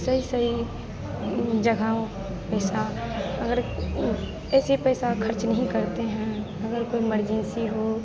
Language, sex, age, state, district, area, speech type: Hindi, female, 18-30, Bihar, Madhepura, rural, spontaneous